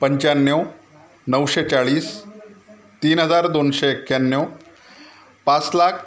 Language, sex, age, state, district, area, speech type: Marathi, male, 30-45, Maharashtra, Amravati, rural, spontaneous